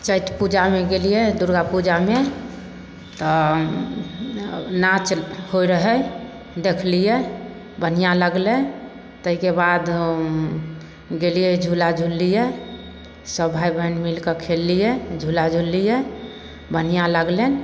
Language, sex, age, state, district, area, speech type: Maithili, female, 30-45, Bihar, Samastipur, rural, spontaneous